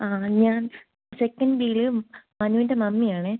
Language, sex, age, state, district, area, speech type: Malayalam, female, 18-30, Kerala, Kollam, rural, conversation